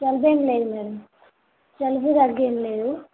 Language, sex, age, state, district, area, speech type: Telugu, female, 30-45, Telangana, Karimnagar, rural, conversation